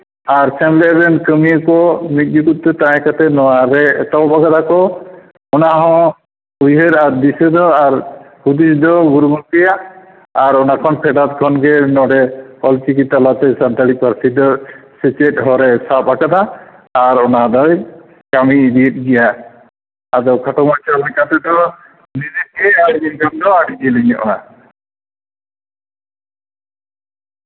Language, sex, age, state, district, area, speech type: Santali, male, 60+, West Bengal, Jhargram, rural, conversation